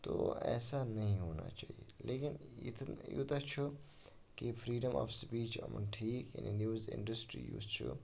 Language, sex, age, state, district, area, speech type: Kashmiri, male, 30-45, Jammu and Kashmir, Kupwara, rural, spontaneous